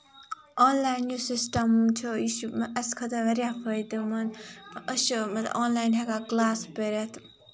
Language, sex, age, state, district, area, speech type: Kashmiri, female, 18-30, Jammu and Kashmir, Kupwara, rural, spontaneous